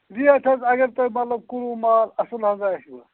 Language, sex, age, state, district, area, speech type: Kashmiri, male, 45-60, Jammu and Kashmir, Anantnag, rural, conversation